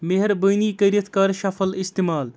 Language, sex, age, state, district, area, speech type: Kashmiri, male, 30-45, Jammu and Kashmir, Srinagar, urban, read